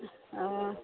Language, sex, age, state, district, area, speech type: Maithili, female, 18-30, Bihar, Begusarai, rural, conversation